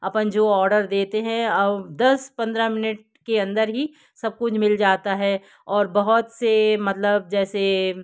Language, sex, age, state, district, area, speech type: Hindi, female, 60+, Madhya Pradesh, Jabalpur, urban, spontaneous